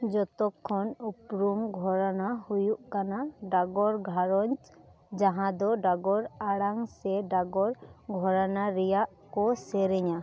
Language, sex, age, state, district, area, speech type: Santali, female, 18-30, West Bengal, Dakshin Dinajpur, rural, read